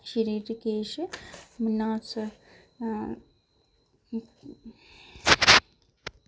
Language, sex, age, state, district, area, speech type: Dogri, female, 18-30, Jammu and Kashmir, Kathua, rural, spontaneous